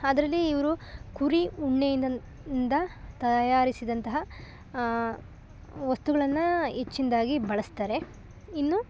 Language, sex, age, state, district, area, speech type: Kannada, female, 18-30, Karnataka, Chikkamagaluru, rural, spontaneous